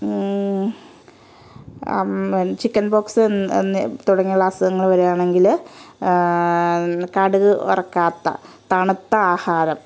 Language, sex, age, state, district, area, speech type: Malayalam, female, 45-60, Kerala, Ernakulam, rural, spontaneous